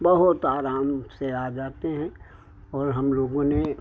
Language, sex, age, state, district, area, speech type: Hindi, male, 60+, Uttar Pradesh, Hardoi, rural, spontaneous